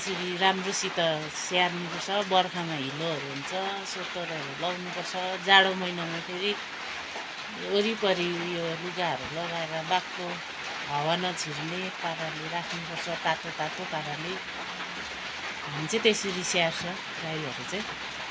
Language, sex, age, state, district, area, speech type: Nepali, female, 45-60, West Bengal, Kalimpong, rural, spontaneous